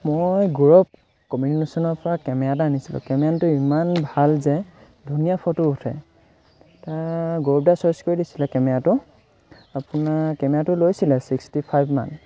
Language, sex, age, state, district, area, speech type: Assamese, male, 18-30, Assam, Sivasagar, rural, spontaneous